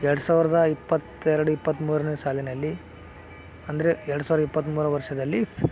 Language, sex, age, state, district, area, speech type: Kannada, male, 18-30, Karnataka, Koppal, rural, spontaneous